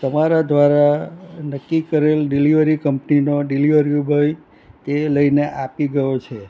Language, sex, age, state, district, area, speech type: Gujarati, male, 60+, Gujarat, Anand, urban, spontaneous